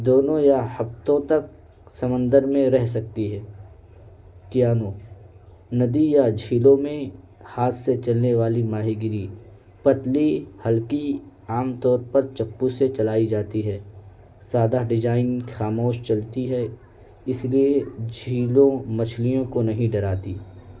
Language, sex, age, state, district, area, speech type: Urdu, male, 18-30, Uttar Pradesh, Balrampur, rural, spontaneous